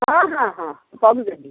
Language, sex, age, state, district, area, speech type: Odia, female, 60+, Odisha, Gajapati, rural, conversation